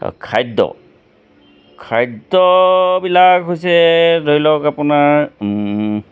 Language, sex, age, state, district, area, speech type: Assamese, male, 45-60, Assam, Charaideo, urban, spontaneous